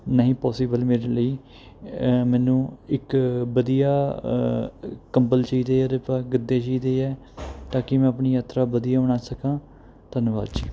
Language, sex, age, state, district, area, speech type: Punjabi, male, 18-30, Punjab, Kapurthala, rural, spontaneous